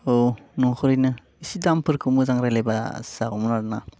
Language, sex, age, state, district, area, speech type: Bodo, male, 18-30, Assam, Baksa, rural, spontaneous